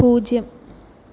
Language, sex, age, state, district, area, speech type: Malayalam, female, 18-30, Kerala, Kasaragod, rural, read